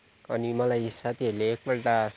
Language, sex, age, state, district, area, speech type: Nepali, male, 18-30, West Bengal, Kalimpong, rural, spontaneous